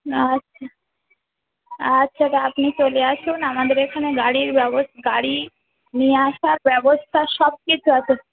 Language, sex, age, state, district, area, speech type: Bengali, female, 45-60, West Bengal, Uttar Dinajpur, urban, conversation